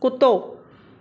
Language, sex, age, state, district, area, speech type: Sindhi, female, 30-45, Maharashtra, Mumbai Suburban, urban, read